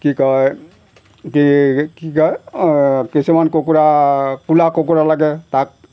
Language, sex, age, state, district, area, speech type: Assamese, male, 60+, Assam, Golaghat, rural, spontaneous